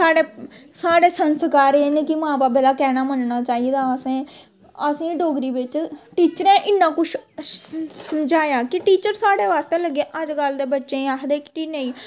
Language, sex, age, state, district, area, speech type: Dogri, female, 18-30, Jammu and Kashmir, Samba, rural, spontaneous